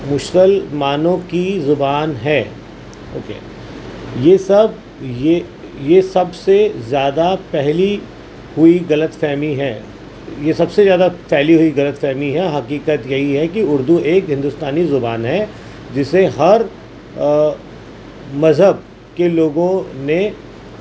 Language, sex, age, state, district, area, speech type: Urdu, male, 45-60, Uttar Pradesh, Gautam Buddha Nagar, urban, spontaneous